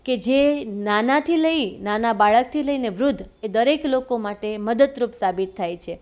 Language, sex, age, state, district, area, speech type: Gujarati, female, 30-45, Gujarat, Rajkot, urban, spontaneous